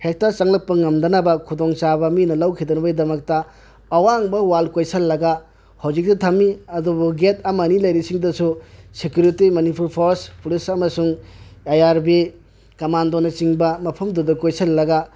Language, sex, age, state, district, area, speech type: Manipuri, male, 60+, Manipur, Tengnoupal, rural, spontaneous